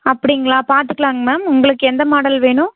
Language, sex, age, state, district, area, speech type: Tamil, female, 18-30, Tamil Nadu, Erode, rural, conversation